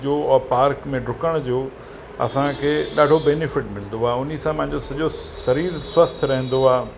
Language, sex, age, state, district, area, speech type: Sindhi, male, 45-60, Uttar Pradesh, Lucknow, rural, spontaneous